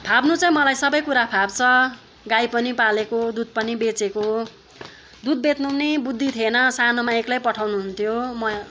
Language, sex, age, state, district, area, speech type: Nepali, female, 60+, West Bengal, Kalimpong, rural, spontaneous